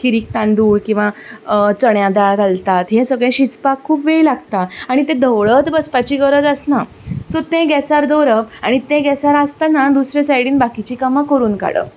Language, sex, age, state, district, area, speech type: Goan Konkani, female, 30-45, Goa, Ponda, rural, spontaneous